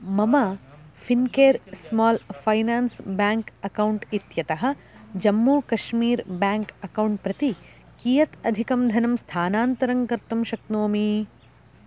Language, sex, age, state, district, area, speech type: Sanskrit, female, 18-30, Karnataka, Bangalore Rural, rural, read